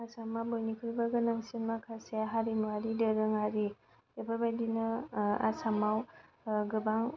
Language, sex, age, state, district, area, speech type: Bodo, female, 18-30, Assam, Kokrajhar, rural, spontaneous